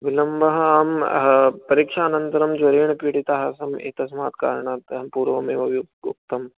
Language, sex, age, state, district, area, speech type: Sanskrit, male, 18-30, Rajasthan, Jaipur, urban, conversation